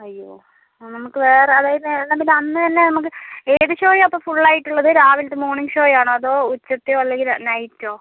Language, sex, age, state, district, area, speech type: Malayalam, female, 30-45, Kerala, Kozhikode, urban, conversation